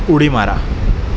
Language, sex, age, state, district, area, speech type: Marathi, male, 18-30, Maharashtra, Mumbai Suburban, urban, read